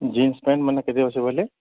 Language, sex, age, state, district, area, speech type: Odia, male, 45-60, Odisha, Nuapada, urban, conversation